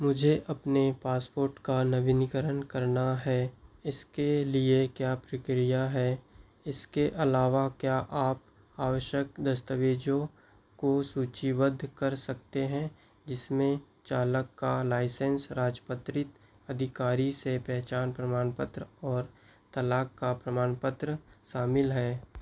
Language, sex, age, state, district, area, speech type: Hindi, male, 18-30, Madhya Pradesh, Seoni, rural, read